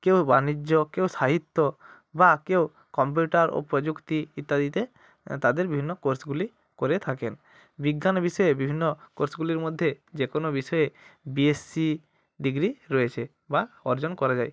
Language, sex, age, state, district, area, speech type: Bengali, male, 45-60, West Bengal, Hooghly, urban, spontaneous